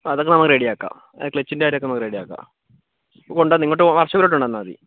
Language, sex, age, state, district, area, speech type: Malayalam, male, 18-30, Kerala, Wayanad, rural, conversation